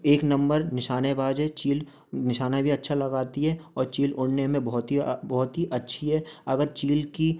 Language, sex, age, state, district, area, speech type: Hindi, male, 18-30, Madhya Pradesh, Gwalior, urban, spontaneous